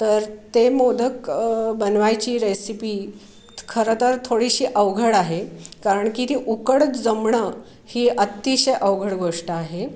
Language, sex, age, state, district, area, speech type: Marathi, female, 45-60, Maharashtra, Pune, urban, spontaneous